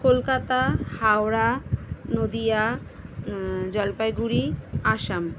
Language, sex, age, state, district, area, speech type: Bengali, female, 30-45, West Bengal, Kolkata, urban, spontaneous